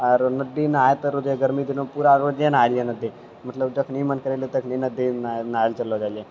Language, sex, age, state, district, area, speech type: Maithili, male, 60+, Bihar, Purnia, rural, spontaneous